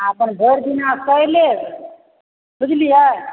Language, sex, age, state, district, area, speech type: Maithili, female, 60+, Bihar, Supaul, rural, conversation